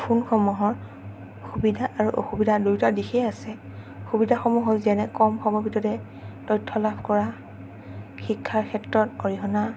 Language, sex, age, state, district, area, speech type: Assamese, female, 18-30, Assam, Sonitpur, rural, spontaneous